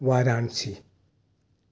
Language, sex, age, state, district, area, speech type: Urdu, male, 30-45, Delhi, South Delhi, urban, spontaneous